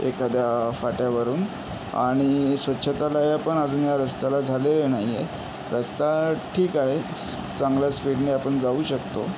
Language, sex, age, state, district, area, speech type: Marathi, male, 60+, Maharashtra, Yavatmal, urban, spontaneous